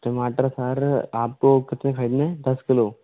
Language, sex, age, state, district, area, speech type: Hindi, male, 45-60, Rajasthan, Karauli, rural, conversation